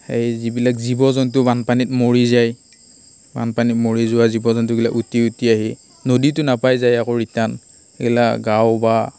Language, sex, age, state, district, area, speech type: Assamese, male, 30-45, Assam, Darrang, rural, spontaneous